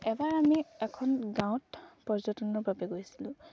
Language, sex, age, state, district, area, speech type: Assamese, female, 18-30, Assam, Dibrugarh, rural, spontaneous